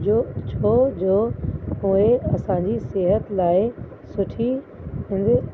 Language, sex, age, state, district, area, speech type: Sindhi, female, 30-45, Uttar Pradesh, Lucknow, urban, spontaneous